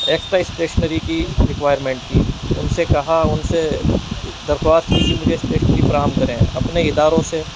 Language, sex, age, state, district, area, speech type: Urdu, male, 45-60, Uttar Pradesh, Muzaffarnagar, urban, spontaneous